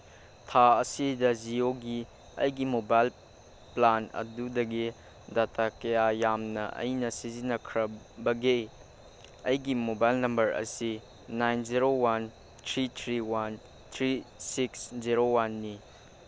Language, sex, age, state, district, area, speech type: Manipuri, male, 18-30, Manipur, Chandel, rural, read